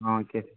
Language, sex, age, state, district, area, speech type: Tamil, male, 18-30, Tamil Nadu, Tiruchirappalli, rural, conversation